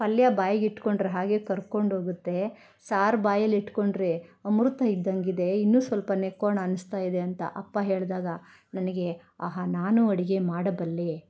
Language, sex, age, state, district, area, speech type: Kannada, female, 60+, Karnataka, Bangalore Rural, rural, spontaneous